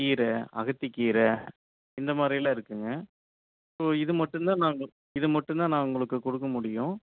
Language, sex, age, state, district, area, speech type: Tamil, male, 30-45, Tamil Nadu, Erode, rural, conversation